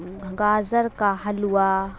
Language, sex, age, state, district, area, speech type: Urdu, female, 45-60, Bihar, Darbhanga, rural, spontaneous